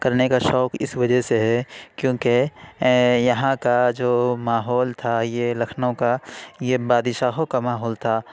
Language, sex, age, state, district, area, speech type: Urdu, male, 30-45, Uttar Pradesh, Lucknow, urban, spontaneous